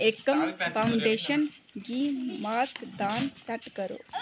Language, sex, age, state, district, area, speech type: Dogri, female, 30-45, Jammu and Kashmir, Udhampur, rural, read